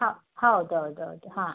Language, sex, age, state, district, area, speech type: Kannada, female, 30-45, Karnataka, Dakshina Kannada, rural, conversation